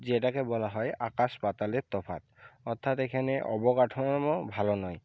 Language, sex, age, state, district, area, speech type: Bengali, male, 45-60, West Bengal, Purba Medinipur, rural, spontaneous